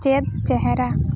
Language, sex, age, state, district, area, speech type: Santali, female, 18-30, West Bengal, Birbhum, rural, read